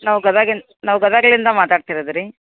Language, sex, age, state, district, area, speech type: Kannada, female, 30-45, Karnataka, Koppal, urban, conversation